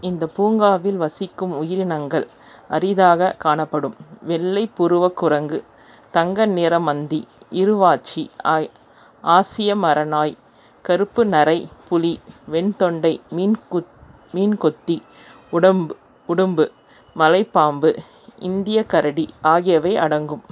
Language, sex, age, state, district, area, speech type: Tamil, female, 30-45, Tamil Nadu, Krishnagiri, rural, read